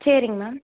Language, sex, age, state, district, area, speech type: Tamil, female, 18-30, Tamil Nadu, Erode, rural, conversation